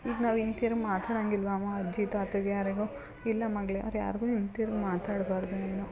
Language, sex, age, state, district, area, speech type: Kannada, female, 30-45, Karnataka, Hassan, rural, spontaneous